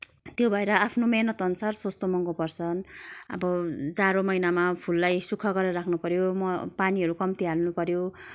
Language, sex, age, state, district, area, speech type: Nepali, female, 30-45, West Bengal, Kalimpong, rural, spontaneous